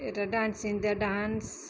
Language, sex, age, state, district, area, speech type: Nepali, female, 45-60, West Bengal, Darjeeling, rural, spontaneous